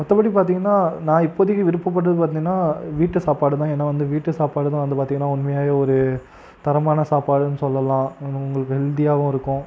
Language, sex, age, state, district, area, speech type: Tamil, male, 18-30, Tamil Nadu, Krishnagiri, rural, spontaneous